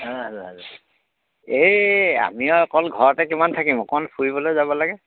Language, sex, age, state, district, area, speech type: Assamese, male, 60+, Assam, Dibrugarh, rural, conversation